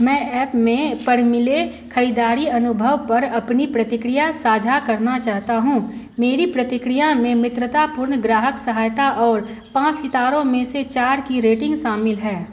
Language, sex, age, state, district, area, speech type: Hindi, female, 45-60, Bihar, Madhubani, rural, read